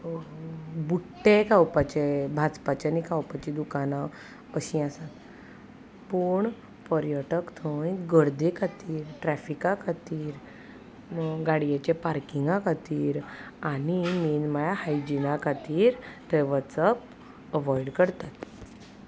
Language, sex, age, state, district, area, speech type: Goan Konkani, female, 30-45, Goa, Salcete, rural, spontaneous